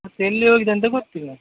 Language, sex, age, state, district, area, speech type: Kannada, male, 30-45, Karnataka, Udupi, rural, conversation